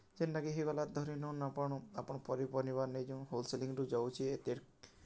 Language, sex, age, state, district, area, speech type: Odia, male, 18-30, Odisha, Balangir, urban, spontaneous